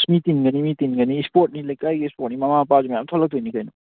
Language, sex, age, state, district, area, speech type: Manipuri, male, 18-30, Manipur, Kangpokpi, urban, conversation